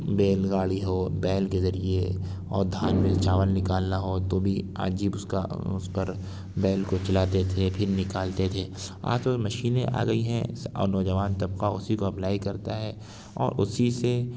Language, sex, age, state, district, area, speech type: Urdu, male, 60+, Uttar Pradesh, Lucknow, urban, spontaneous